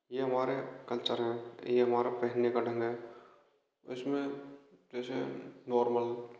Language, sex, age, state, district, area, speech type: Hindi, male, 18-30, Rajasthan, Bharatpur, rural, spontaneous